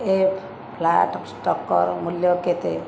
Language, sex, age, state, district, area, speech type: Odia, female, 45-60, Odisha, Jajpur, rural, read